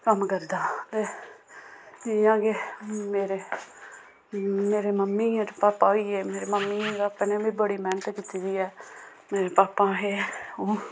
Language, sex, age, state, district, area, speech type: Dogri, female, 30-45, Jammu and Kashmir, Samba, rural, spontaneous